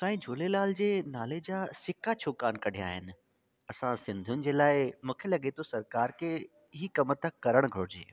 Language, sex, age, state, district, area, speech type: Sindhi, male, 30-45, Delhi, South Delhi, urban, spontaneous